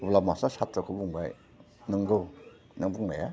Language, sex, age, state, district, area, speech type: Bodo, male, 60+, Assam, Udalguri, urban, spontaneous